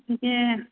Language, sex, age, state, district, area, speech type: Odia, female, 45-60, Odisha, Angul, rural, conversation